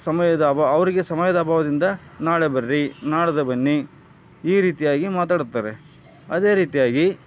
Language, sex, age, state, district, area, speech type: Kannada, male, 45-60, Karnataka, Koppal, rural, spontaneous